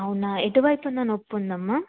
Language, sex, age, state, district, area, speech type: Telugu, female, 18-30, Telangana, Karimnagar, urban, conversation